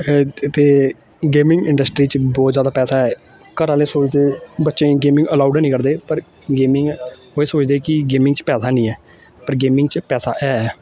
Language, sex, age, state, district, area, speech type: Dogri, male, 18-30, Jammu and Kashmir, Samba, urban, spontaneous